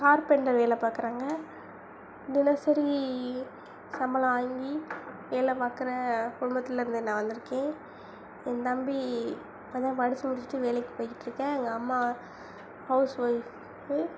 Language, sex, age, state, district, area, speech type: Tamil, female, 18-30, Tamil Nadu, Sivaganga, rural, spontaneous